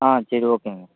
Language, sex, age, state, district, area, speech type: Tamil, male, 18-30, Tamil Nadu, Tiruchirappalli, rural, conversation